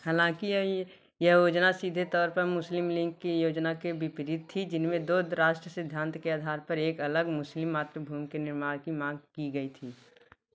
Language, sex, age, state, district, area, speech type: Hindi, female, 45-60, Uttar Pradesh, Bhadohi, urban, read